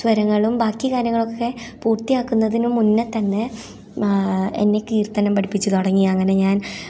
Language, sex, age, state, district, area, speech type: Malayalam, female, 18-30, Kerala, Thrissur, rural, spontaneous